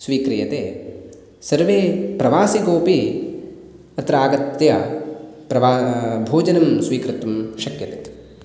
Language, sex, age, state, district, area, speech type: Sanskrit, male, 18-30, Karnataka, Uttara Kannada, rural, spontaneous